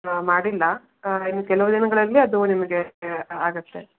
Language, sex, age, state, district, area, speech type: Kannada, female, 18-30, Karnataka, Shimoga, rural, conversation